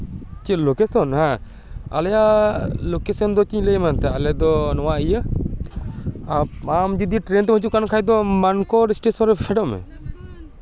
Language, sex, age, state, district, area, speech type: Santali, male, 30-45, West Bengal, Purba Bardhaman, rural, spontaneous